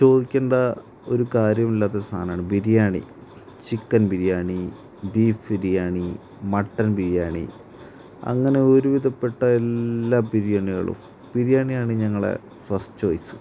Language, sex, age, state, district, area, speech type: Malayalam, male, 30-45, Kerala, Malappuram, rural, spontaneous